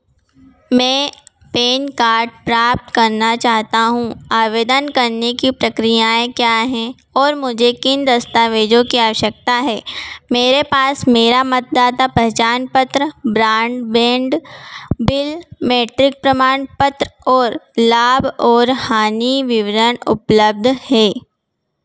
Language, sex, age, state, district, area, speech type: Hindi, female, 18-30, Madhya Pradesh, Harda, urban, read